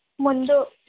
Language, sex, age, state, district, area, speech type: Telugu, female, 45-60, Andhra Pradesh, East Godavari, rural, conversation